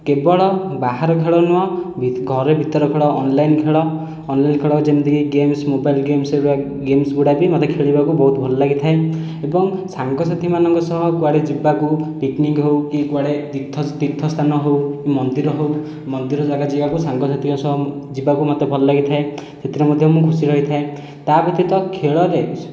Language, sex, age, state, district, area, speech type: Odia, male, 18-30, Odisha, Khordha, rural, spontaneous